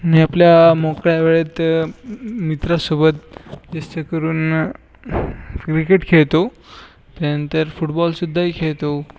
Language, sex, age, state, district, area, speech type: Marathi, male, 18-30, Maharashtra, Washim, urban, spontaneous